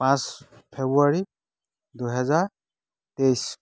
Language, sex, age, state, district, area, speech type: Assamese, male, 30-45, Assam, Dibrugarh, rural, spontaneous